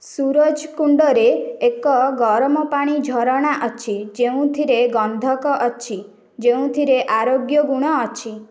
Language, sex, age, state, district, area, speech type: Odia, female, 18-30, Odisha, Kendrapara, urban, read